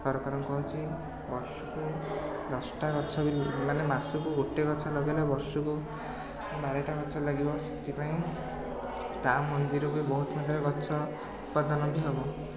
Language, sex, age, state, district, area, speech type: Odia, male, 18-30, Odisha, Puri, urban, spontaneous